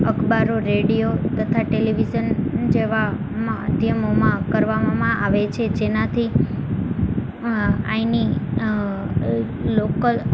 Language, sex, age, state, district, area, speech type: Gujarati, female, 18-30, Gujarat, Ahmedabad, urban, spontaneous